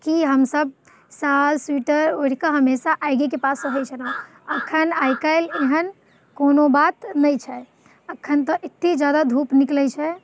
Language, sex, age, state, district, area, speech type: Maithili, female, 18-30, Bihar, Muzaffarpur, urban, spontaneous